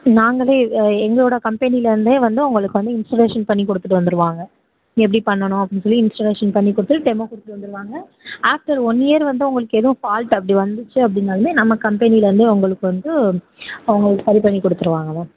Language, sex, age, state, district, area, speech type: Tamil, female, 18-30, Tamil Nadu, Sivaganga, rural, conversation